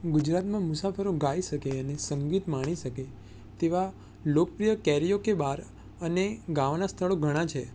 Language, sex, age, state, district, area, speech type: Gujarati, male, 18-30, Gujarat, Surat, urban, spontaneous